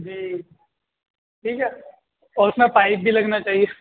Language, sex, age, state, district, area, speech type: Urdu, male, 18-30, Uttar Pradesh, Rampur, urban, conversation